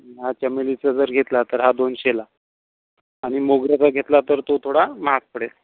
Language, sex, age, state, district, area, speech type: Marathi, female, 30-45, Maharashtra, Amravati, rural, conversation